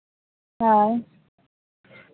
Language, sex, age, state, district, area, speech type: Santali, female, 30-45, Jharkhand, East Singhbhum, rural, conversation